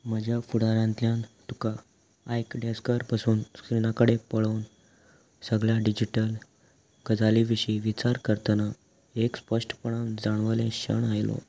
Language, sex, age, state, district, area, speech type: Goan Konkani, male, 18-30, Goa, Salcete, rural, spontaneous